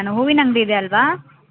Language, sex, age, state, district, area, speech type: Kannada, female, 30-45, Karnataka, Koppal, rural, conversation